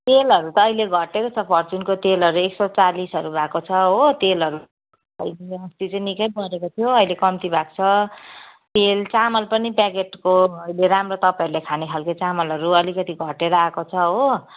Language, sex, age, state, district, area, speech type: Nepali, female, 45-60, West Bengal, Kalimpong, rural, conversation